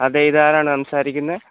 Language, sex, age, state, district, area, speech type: Malayalam, male, 18-30, Kerala, Alappuzha, rural, conversation